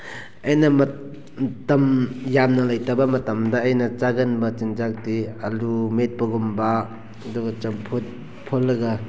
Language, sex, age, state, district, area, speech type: Manipuri, male, 18-30, Manipur, Kakching, rural, spontaneous